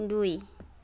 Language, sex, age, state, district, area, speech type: Assamese, female, 18-30, Assam, Nagaon, rural, read